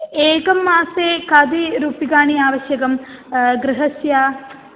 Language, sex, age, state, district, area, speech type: Sanskrit, female, 18-30, Kerala, Malappuram, urban, conversation